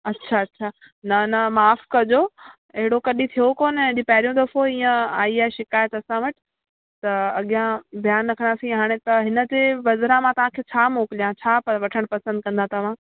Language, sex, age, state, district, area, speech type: Sindhi, female, 18-30, Gujarat, Kutch, rural, conversation